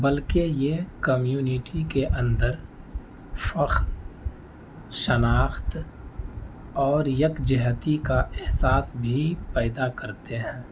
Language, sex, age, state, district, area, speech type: Urdu, male, 18-30, Delhi, North East Delhi, rural, spontaneous